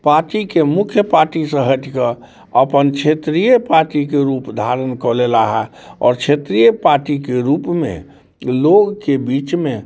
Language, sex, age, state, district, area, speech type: Maithili, male, 45-60, Bihar, Muzaffarpur, rural, spontaneous